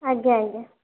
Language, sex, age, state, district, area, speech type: Odia, female, 18-30, Odisha, Bhadrak, rural, conversation